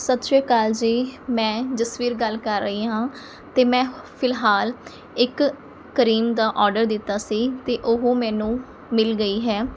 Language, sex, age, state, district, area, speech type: Punjabi, female, 30-45, Punjab, Mohali, rural, spontaneous